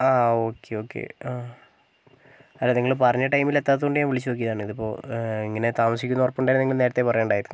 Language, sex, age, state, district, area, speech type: Malayalam, male, 45-60, Kerala, Wayanad, rural, spontaneous